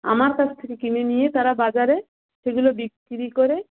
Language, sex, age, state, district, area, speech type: Bengali, female, 30-45, West Bengal, Dakshin Dinajpur, urban, conversation